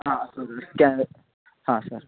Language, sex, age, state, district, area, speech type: Kannada, male, 18-30, Karnataka, Shimoga, rural, conversation